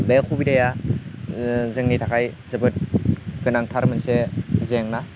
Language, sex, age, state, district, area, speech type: Bodo, male, 18-30, Assam, Udalguri, rural, spontaneous